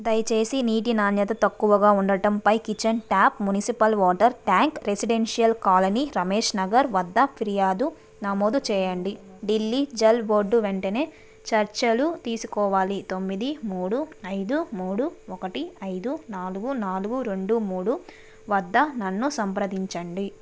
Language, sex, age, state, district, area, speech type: Telugu, female, 30-45, Andhra Pradesh, Nellore, urban, read